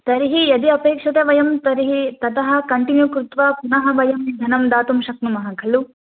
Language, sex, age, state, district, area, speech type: Sanskrit, female, 18-30, Karnataka, Chikkamagaluru, urban, conversation